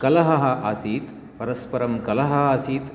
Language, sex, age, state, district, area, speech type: Sanskrit, male, 60+, Karnataka, Shimoga, urban, spontaneous